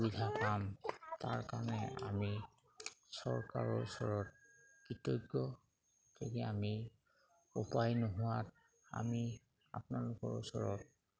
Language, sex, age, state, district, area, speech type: Assamese, male, 45-60, Assam, Sivasagar, rural, spontaneous